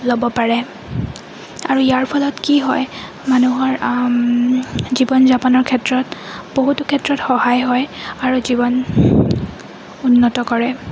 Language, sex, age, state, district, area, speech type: Assamese, female, 30-45, Assam, Goalpara, urban, spontaneous